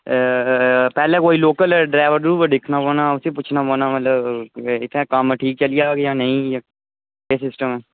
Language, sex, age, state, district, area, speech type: Dogri, male, 18-30, Jammu and Kashmir, Udhampur, rural, conversation